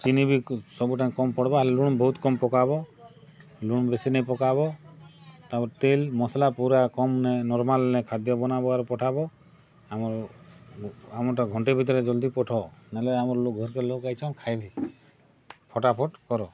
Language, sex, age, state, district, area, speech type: Odia, male, 45-60, Odisha, Kalahandi, rural, spontaneous